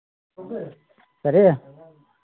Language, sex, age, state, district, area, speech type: Manipuri, male, 30-45, Manipur, Thoubal, rural, conversation